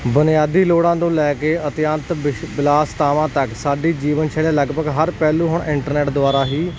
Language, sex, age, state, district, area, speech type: Punjabi, male, 18-30, Punjab, Hoshiarpur, rural, spontaneous